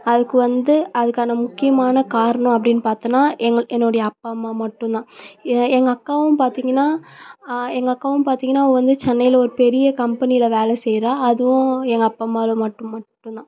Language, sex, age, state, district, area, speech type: Tamil, female, 18-30, Tamil Nadu, Tiruvannamalai, rural, spontaneous